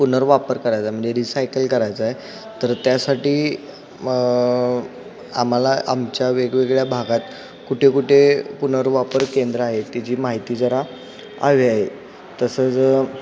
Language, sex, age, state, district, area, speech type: Marathi, male, 18-30, Maharashtra, Kolhapur, urban, spontaneous